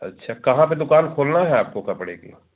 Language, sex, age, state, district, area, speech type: Hindi, male, 45-60, Uttar Pradesh, Jaunpur, urban, conversation